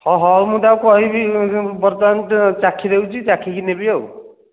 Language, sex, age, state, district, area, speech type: Odia, male, 30-45, Odisha, Nayagarh, rural, conversation